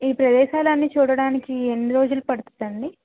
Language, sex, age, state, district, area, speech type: Telugu, female, 30-45, Andhra Pradesh, N T Rama Rao, urban, conversation